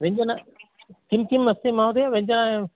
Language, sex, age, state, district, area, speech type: Sanskrit, male, 60+, Karnataka, Bangalore Urban, urban, conversation